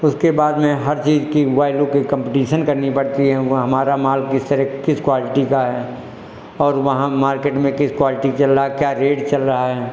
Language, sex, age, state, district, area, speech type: Hindi, male, 60+, Uttar Pradesh, Lucknow, rural, spontaneous